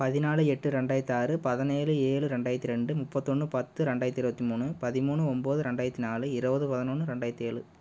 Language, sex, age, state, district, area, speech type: Tamil, male, 18-30, Tamil Nadu, Erode, rural, spontaneous